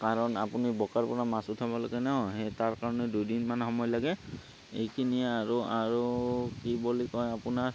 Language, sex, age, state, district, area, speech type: Assamese, male, 30-45, Assam, Barpeta, rural, spontaneous